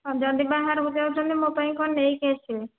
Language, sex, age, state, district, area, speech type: Odia, female, 30-45, Odisha, Khordha, rural, conversation